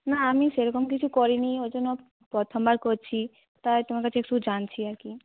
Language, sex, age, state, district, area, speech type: Bengali, female, 18-30, West Bengal, Jhargram, rural, conversation